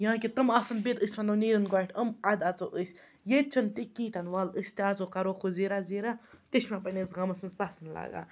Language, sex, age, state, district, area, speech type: Kashmiri, female, 30-45, Jammu and Kashmir, Baramulla, rural, spontaneous